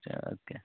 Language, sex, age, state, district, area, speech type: Kashmiri, male, 45-60, Jammu and Kashmir, Baramulla, rural, conversation